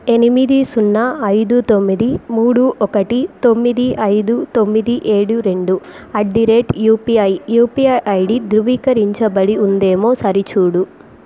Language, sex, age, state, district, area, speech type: Telugu, female, 18-30, Andhra Pradesh, Chittoor, rural, read